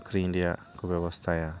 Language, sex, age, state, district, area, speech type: Santali, male, 30-45, West Bengal, Purba Bardhaman, rural, spontaneous